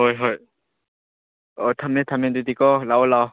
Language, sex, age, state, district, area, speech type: Manipuri, male, 18-30, Manipur, Chandel, rural, conversation